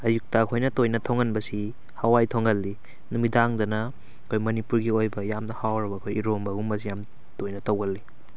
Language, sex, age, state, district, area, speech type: Manipuri, male, 18-30, Manipur, Kakching, rural, spontaneous